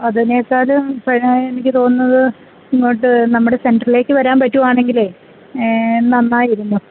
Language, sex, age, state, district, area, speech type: Malayalam, female, 60+, Kerala, Idukki, rural, conversation